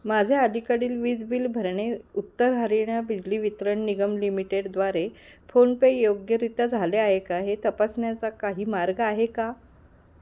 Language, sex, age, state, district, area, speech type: Marathi, female, 45-60, Maharashtra, Kolhapur, urban, read